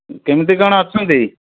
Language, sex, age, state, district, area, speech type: Odia, male, 60+, Odisha, Bhadrak, rural, conversation